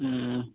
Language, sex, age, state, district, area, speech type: Urdu, male, 18-30, Delhi, East Delhi, urban, conversation